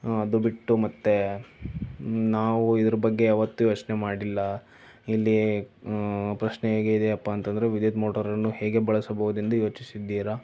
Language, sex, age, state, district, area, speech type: Kannada, male, 18-30, Karnataka, Davanagere, rural, spontaneous